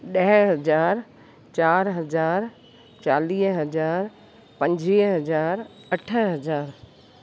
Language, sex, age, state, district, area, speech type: Sindhi, female, 60+, Rajasthan, Ajmer, urban, spontaneous